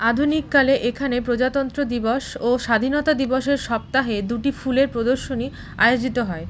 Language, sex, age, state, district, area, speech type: Bengali, female, 30-45, West Bengal, Malda, rural, read